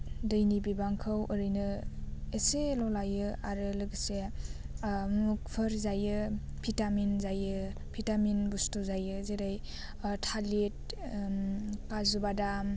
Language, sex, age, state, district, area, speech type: Bodo, female, 18-30, Assam, Baksa, rural, spontaneous